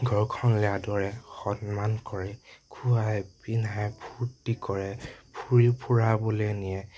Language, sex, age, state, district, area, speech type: Assamese, male, 30-45, Assam, Nagaon, rural, spontaneous